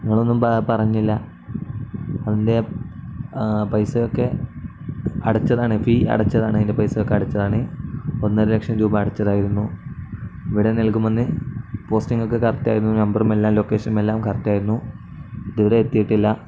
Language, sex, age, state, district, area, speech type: Malayalam, male, 18-30, Kerala, Kozhikode, rural, spontaneous